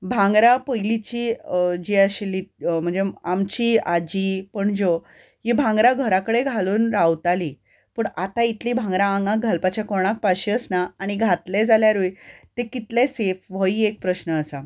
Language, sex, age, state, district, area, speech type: Goan Konkani, female, 30-45, Goa, Ponda, rural, spontaneous